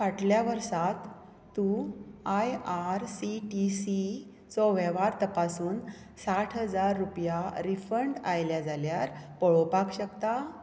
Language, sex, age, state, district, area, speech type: Goan Konkani, female, 45-60, Goa, Bardez, rural, read